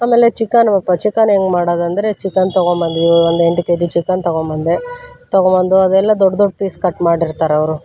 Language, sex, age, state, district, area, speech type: Kannada, female, 30-45, Karnataka, Koppal, rural, spontaneous